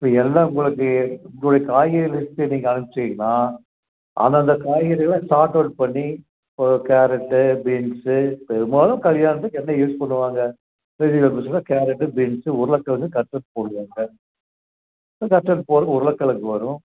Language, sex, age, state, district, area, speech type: Tamil, male, 60+, Tamil Nadu, Tiruppur, rural, conversation